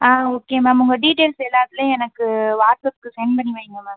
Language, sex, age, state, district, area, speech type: Tamil, female, 18-30, Tamil Nadu, Pudukkottai, rural, conversation